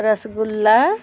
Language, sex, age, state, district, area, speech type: Santali, female, 45-60, Jharkhand, Bokaro, rural, spontaneous